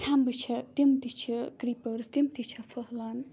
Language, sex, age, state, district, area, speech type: Kashmiri, female, 18-30, Jammu and Kashmir, Ganderbal, rural, spontaneous